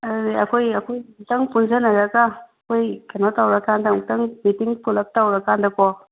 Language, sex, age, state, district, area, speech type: Manipuri, female, 30-45, Manipur, Kangpokpi, urban, conversation